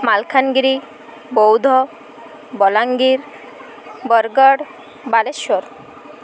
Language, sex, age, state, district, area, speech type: Odia, female, 18-30, Odisha, Malkangiri, urban, spontaneous